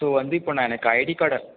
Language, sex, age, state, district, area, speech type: Tamil, male, 18-30, Tamil Nadu, Cuddalore, rural, conversation